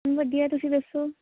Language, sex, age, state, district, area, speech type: Punjabi, female, 18-30, Punjab, Tarn Taran, rural, conversation